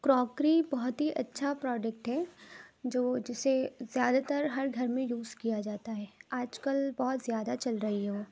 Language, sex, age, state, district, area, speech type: Urdu, female, 18-30, Uttar Pradesh, Rampur, urban, spontaneous